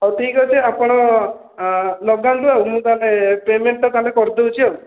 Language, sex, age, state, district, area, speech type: Odia, male, 30-45, Odisha, Khordha, rural, conversation